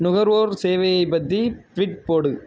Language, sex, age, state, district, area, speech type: Tamil, male, 18-30, Tamil Nadu, Thoothukudi, rural, read